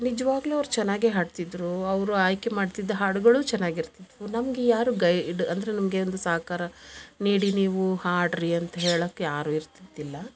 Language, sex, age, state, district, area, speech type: Kannada, female, 30-45, Karnataka, Koppal, rural, spontaneous